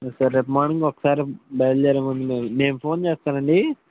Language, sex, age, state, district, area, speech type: Telugu, male, 18-30, Andhra Pradesh, Srikakulam, rural, conversation